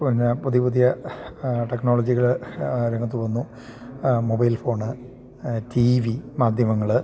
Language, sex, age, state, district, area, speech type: Malayalam, male, 45-60, Kerala, Idukki, rural, spontaneous